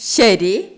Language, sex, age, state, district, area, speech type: Malayalam, female, 45-60, Kerala, Malappuram, rural, read